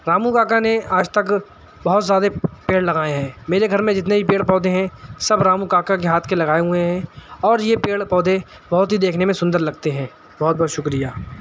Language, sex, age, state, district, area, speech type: Urdu, male, 18-30, Uttar Pradesh, Shahjahanpur, urban, spontaneous